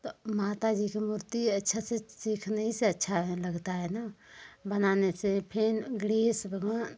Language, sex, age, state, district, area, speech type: Hindi, female, 30-45, Uttar Pradesh, Ghazipur, rural, spontaneous